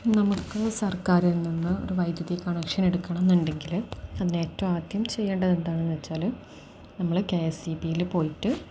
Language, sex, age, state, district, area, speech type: Malayalam, female, 18-30, Kerala, Palakkad, rural, spontaneous